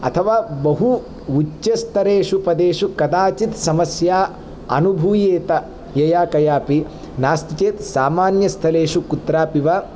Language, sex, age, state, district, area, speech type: Sanskrit, male, 18-30, Andhra Pradesh, Palnadu, rural, spontaneous